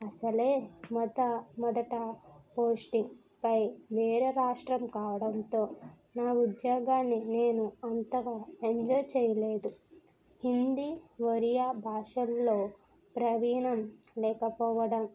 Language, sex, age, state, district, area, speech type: Telugu, female, 18-30, Andhra Pradesh, East Godavari, rural, spontaneous